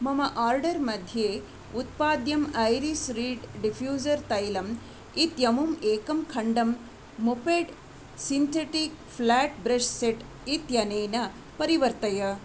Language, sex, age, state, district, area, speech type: Sanskrit, female, 45-60, Karnataka, Shimoga, urban, read